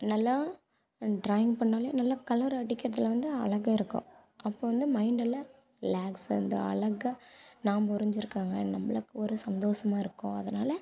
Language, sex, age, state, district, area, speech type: Tamil, female, 18-30, Tamil Nadu, Dharmapuri, rural, spontaneous